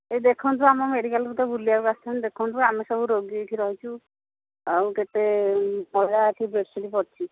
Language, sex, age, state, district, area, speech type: Odia, female, 45-60, Odisha, Angul, rural, conversation